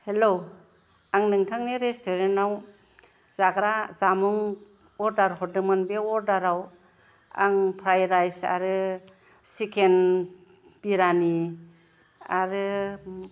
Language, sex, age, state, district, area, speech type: Bodo, female, 45-60, Assam, Kokrajhar, rural, spontaneous